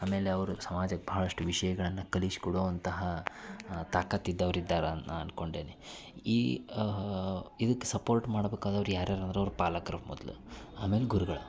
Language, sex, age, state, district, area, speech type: Kannada, male, 30-45, Karnataka, Dharwad, urban, spontaneous